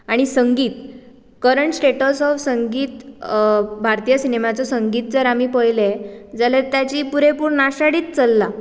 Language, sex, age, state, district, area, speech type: Goan Konkani, female, 18-30, Goa, Bardez, urban, spontaneous